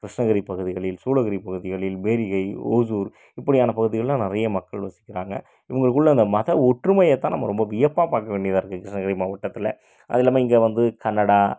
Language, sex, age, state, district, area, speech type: Tamil, male, 30-45, Tamil Nadu, Krishnagiri, rural, spontaneous